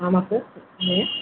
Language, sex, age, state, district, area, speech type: Tamil, male, 18-30, Tamil Nadu, Tiruvarur, urban, conversation